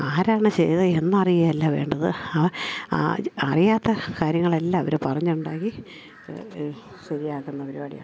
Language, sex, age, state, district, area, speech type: Malayalam, female, 60+, Kerala, Thiruvananthapuram, urban, spontaneous